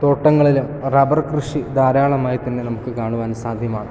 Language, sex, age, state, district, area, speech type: Malayalam, male, 18-30, Kerala, Kottayam, rural, spontaneous